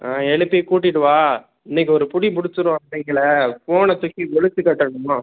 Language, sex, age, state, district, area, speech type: Tamil, male, 18-30, Tamil Nadu, Pudukkottai, rural, conversation